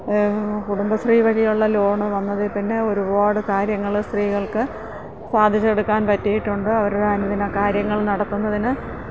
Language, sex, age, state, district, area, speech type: Malayalam, female, 60+, Kerala, Thiruvananthapuram, rural, spontaneous